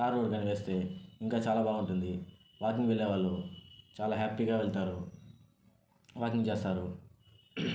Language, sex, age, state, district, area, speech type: Telugu, male, 18-30, Andhra Pradesh, Sri Balaji, rural, spontaneous